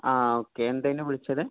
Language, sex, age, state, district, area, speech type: Malayalam, male, 18-30, Kerala, Kasaragod, rural, conversation